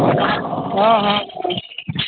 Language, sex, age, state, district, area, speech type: Hindi, male, 18-30, Uttar Pradesh, Mirzapur, rural, conversation